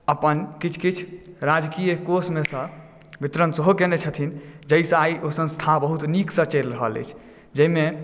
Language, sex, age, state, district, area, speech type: Maithili, male, 30-45, Bihar, Madhubani, urban, spontaneous